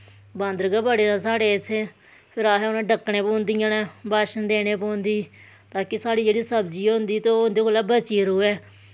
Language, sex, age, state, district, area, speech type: Dogri, female, 30-45, Jammu and Kashmir, Samba, rural, spontaneous